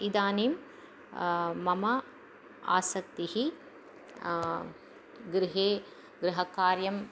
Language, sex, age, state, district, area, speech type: Sanskrit, female, 45-60, Karnataka, Chamarajanagar, rural, spontaneous